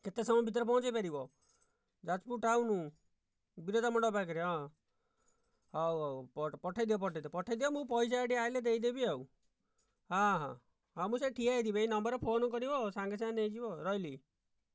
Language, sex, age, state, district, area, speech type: Odia, male, 60+, Odisha, Jajpur, rural, spontaneous